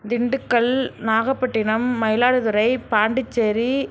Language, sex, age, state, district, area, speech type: Tamil, female, 18-30, Tamil Nadu, Thanjavur, rural, spontaneous